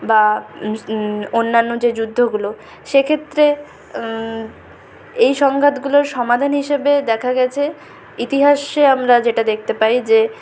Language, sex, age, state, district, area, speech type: Bengali, female, 30-45, West Bengal, Purulia, urban, spontaneous